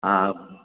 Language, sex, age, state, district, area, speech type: Marathi, male, 60+, Maharashtra, Mumbai Suburban, urban, conversation